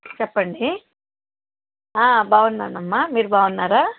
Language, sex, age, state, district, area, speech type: Telugu, female, 45-60, Andhra Pradesh, Chittoor, rural, conversation